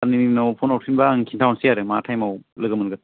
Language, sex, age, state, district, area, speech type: Bodo, male, 18-30, Assam, Udalguri, rural, conversation